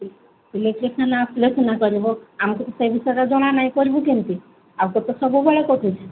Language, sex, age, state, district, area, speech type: Odia, female, 30-45, Odisha, Sundergarh, urban, conversation